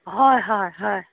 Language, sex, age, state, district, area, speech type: Assamese, female, 30-45, Assam, Majuli, urban, conversation